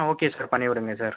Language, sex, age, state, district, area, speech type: Tamil, male, 18-30, Tamil Nadu, Viluppuram, urban, conversation